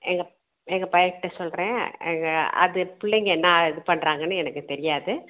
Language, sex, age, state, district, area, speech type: Tamil, female, 60+, Tamil Nadu, Madurai, rural, conversation